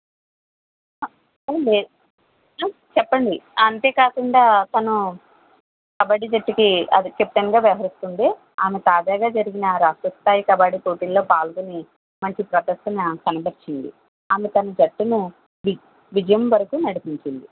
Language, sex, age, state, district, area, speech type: Telugu, female, 18-30, Andhra Pradesh, Konaseema, rural, conversation